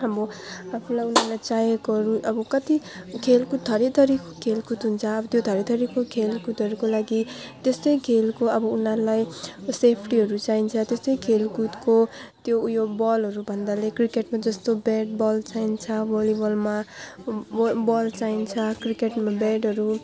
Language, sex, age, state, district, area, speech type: Nepali, female, 18-30, West Bengal, Alipurduar, urban, spontaneous